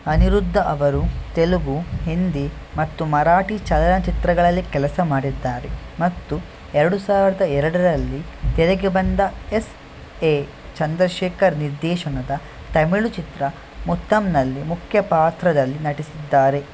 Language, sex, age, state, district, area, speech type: Kannada, male, 18-30, Karnataka, Udupi, rural, read